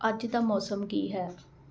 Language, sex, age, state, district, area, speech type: Punjabi, female, 45-60, Punjab, Ludhiana, urban, read